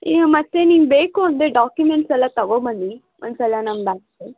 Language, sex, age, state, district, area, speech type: Kannada, female, 18-30, Karnataka, Mysore, urban, conversation